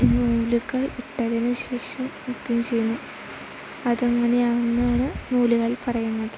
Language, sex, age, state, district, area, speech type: Malayalam, female, 18-30, Kerala, Idukki, rural, spontaneous